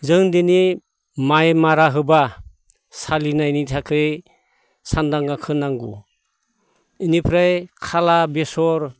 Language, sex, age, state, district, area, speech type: Bodo, male, 60+, Assam, Baksa, rural, spontaneous